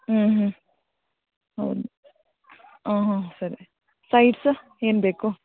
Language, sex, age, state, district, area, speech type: Kannada, female, 60+, Karnataka, Bangalore Urban, urban, conversation